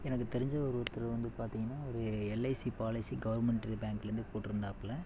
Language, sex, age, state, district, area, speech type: Tamil, male, 18-30, Tamil Nadu, Namakkal, rural, spontaneous